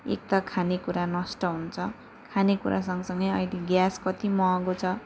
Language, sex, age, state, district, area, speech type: Nepali, female, 18-30, West Bengal, Darjeeling, rural, spontaneous